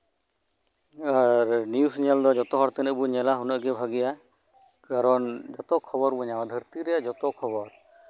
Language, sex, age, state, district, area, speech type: Santali, male, 30-45, West Bengal, Birbhum, rural, spontaneous